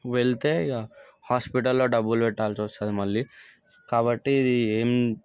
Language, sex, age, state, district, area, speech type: Telugu, male, 18-30, Telangana, Sangareddy, urban, spontaneous